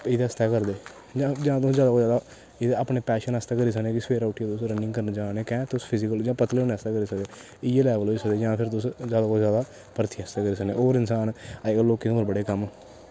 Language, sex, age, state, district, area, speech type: Dogri, male, 18-30, Jammu and Kashmir, Kathua, rural, spontaneous